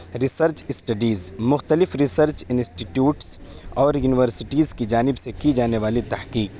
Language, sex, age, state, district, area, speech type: Urdu, male, 18-30, Uttar Pradesh, Saharanpur, urban, spontaneous